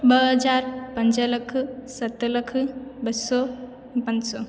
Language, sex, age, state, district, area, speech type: Sindhi, female, 18-30, Gujarat, Junagadh, urban, spontaneous